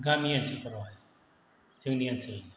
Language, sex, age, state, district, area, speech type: Bodo, male, 30-45, Assam, Chirang, rural, spontaneous